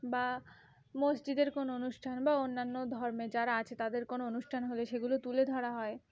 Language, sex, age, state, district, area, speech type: Bengali, female, 18-30, West Bengal, Cooch Behar, urban, spontaneous